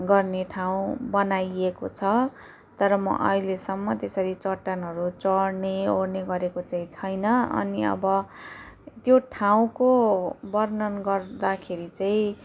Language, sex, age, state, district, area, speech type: Nepali, female, 18-30, West Bengal, Darjeeling, rural, spontaneous